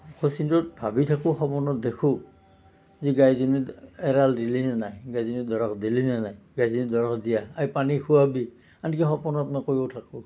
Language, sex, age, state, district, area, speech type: Assamese, male, 60+, Assam, Nalbari, rural, spontaneous